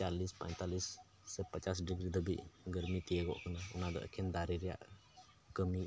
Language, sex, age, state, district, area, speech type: Santali, male, 30-45, Jharkhand, Pakur, rural, spontaneous